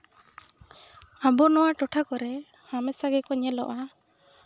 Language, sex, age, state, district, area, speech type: Santali, female, 18-30, West Bengal, Jhargram, rural, spontaneous